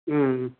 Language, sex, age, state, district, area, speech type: Kannada, male, 60+, Karnataka, Koppal, urban, conversation